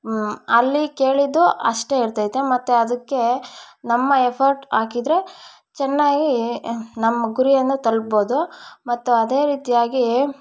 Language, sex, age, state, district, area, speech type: Kannada, female, 18-30, Karnataka, Kolar, rural, spontaneous